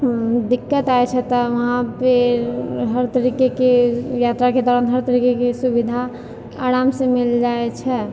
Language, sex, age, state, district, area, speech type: Maithili, female, 30-45, Bihar, Purnia, rural, spontaneous